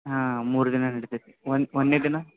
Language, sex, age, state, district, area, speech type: Kannada, male, 18-30, Karnataka, Gadag, rural, conversation